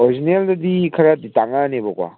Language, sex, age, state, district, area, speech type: Manipuri, male, 18-30, Manipur, Kangpokpi, urban, conversation